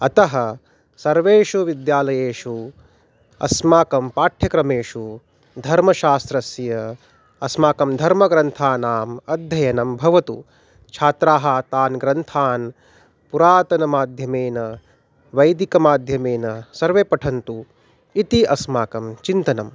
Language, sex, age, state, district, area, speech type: Sanskrit, male, 30-45, Maharashtra, Nagpur, urban, spontaneous